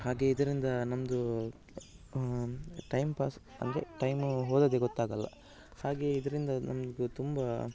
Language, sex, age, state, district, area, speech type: Kannada, male, 30-45, Karnataka, Dakshina Kannada, rural, spontaneous